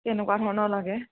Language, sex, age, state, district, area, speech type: Assamese, female, 30-45, Assam, Dhemaji, rural, conversation